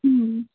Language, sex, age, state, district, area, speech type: Bengali, female, 18-30, West Bengal, Darjeeling, urban, conversation